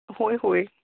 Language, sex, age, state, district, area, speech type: Marathi, female, 30-45, Maharashtra, Kolhapur, rural, conversation